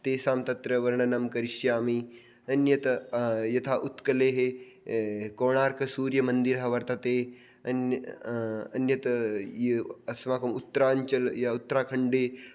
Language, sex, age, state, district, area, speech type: Sanskrit, male, 18-30, Rajasthan, Jodhpur, rural, spontaneous